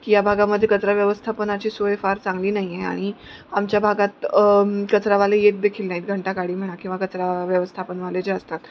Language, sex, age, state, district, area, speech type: Marathi, female, 30-45, Maharashtra, Nanded, rural, spontaneous